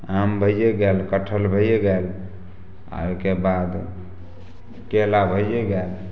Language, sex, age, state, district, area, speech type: Maithili, male, 30-45, Bihar, Samastipur, rural, spontaneous